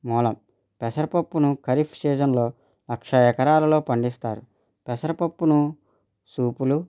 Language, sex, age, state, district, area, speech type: Telugu, male, 30-45, Andhra Pradesh, East Godavari, rural, spontaneous